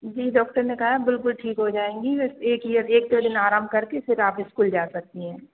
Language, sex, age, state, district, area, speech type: Hindi, female, 30-45, Madhya Pradesh, Hoshangabad, urban, conversation